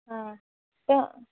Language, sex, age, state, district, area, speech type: Hindi, female, 18-30, Uttar Pradesh, Sonbhadra, rural, conversation